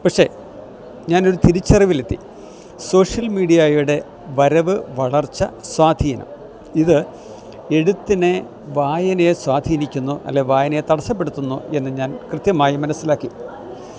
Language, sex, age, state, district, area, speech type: Malayalam, male, 60+, Kerala, Kottayam, rural, spontaneous